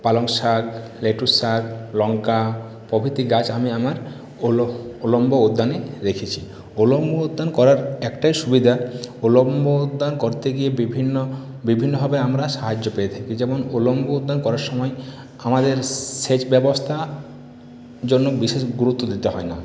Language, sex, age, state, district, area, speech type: Bengali, male, 45-60, West Bengal, Purulia, urban, spontaneous